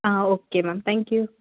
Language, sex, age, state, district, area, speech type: Tamil, female, 18-30, Tamil Nadu, Perambalur, urban, conversation